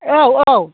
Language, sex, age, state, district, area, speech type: Bodo, female, 60+, Assam, Chirang, rural, conversation